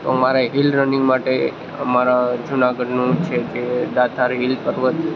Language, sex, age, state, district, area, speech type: Gujarati, male, 18-30, Gujarat, Junagadh, urban, spontaneous